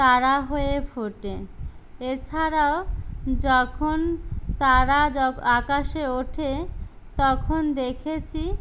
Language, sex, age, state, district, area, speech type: Bengali, other, 45-60, West Bengal, Jhargram, rural, spontaneous